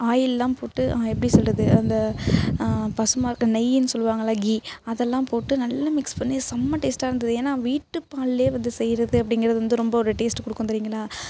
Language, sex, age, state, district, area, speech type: Tamil, female, 18-30, Tamil Nadu, Thanjavur, urban, spontaneous